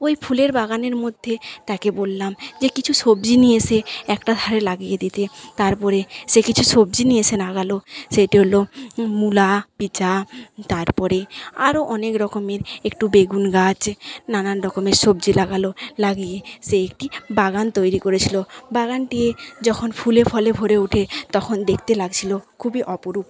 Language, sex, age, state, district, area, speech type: Bengali, female, 30-45, West Bengal, Paschim Medinipur, rural, spontaneous